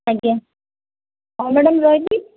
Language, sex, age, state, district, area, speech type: Odia, female, 45-60, Odisha, Kandhamal, rural, conversation